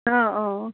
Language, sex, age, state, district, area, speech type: Assamese, female, 30-45, Assam, Udalguri, urban, conversation